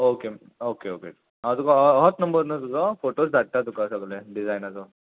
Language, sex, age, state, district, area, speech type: Goan Konkani, male, 18-30, Goa, Murmgao, urban, conversation